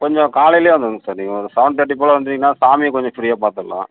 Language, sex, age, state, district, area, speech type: Tamil, male, 60+, Tamil Nadu, Sivaganga, urban, conversation